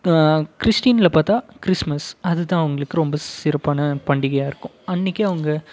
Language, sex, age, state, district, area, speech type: Tamil, male, 18-30, Tamil Nadu, Krishnagiri, rural, spontaneous